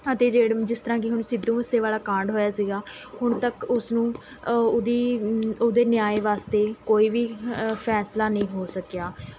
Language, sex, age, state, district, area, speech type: Punjabi, female, 18-30, Punjab, Mohali, rural, spontaneous